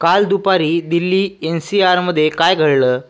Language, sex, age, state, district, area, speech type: Marathi, male, 18-30, Maharashtra, Washim, rural, read